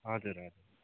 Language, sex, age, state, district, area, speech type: Nepali, male, 30-45, West Bengal, Kalimpong, rural, conversation